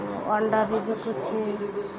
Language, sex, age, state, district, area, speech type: Odia, female, 30-45, Odisha, Malkangiri, urban, spontaneous